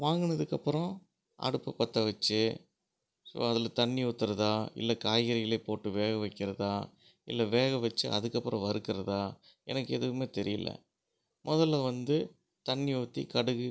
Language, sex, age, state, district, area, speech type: Tamil, male, 30-45, Tamil Nadu, Erode, rural, spontaneous